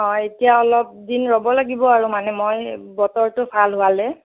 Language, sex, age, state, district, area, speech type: Assamese, female, 45-60, Assam, Nagaon, rural, conversation